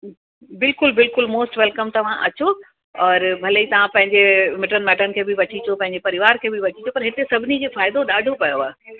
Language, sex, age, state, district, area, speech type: Sindhi, female, 45-60, Uttar Pradesh, Lucknow, urban, conversation